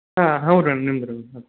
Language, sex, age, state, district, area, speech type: Kannada, male, 18-30, Karnataka, Belgaum, rural, conversation